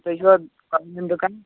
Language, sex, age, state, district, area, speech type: Kashmiri, male, 18-30, Jammu and Kashmir, Shopian, rural, conversation